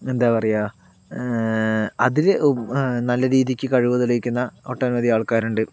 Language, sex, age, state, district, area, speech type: Malayalam, male, 18-30, Kerala, Palakkad, rural, spontaneous